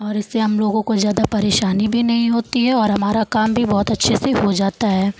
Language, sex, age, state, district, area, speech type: Hindi, female, 30-45, Uttar Pradesh, Lucknow, rural, spontaneous